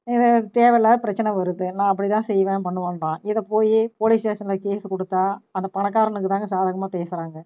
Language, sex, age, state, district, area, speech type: Tamil, female, 45-60, Tamil Nadu, Namakkal, rural, spontaneous